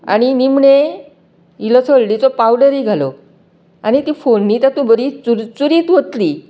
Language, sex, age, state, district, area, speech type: Goan Konkani, female, 60+, Goa, Canacona, rural, spontaneous